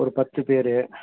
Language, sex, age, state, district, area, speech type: Tamil, male, 60+, Tamil Nadu, Nilgiris, rural, conversation